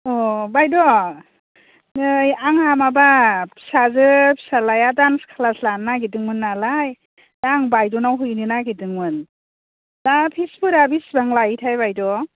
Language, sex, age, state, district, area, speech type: Bodo, female, 30-45, Assam, Kokrajhar, rural, conversation